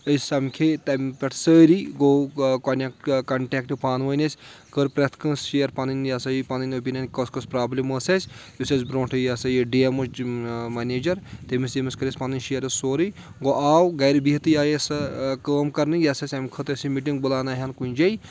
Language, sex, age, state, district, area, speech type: Kashmiri, male, 30-45, Jammu and Kashmir, Anantnag, rural, spontaneous